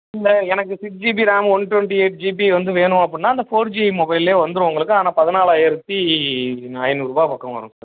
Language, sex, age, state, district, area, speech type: Tamil, male, 30-45, Tamil Nadu, Pudukkottai, rural, conversation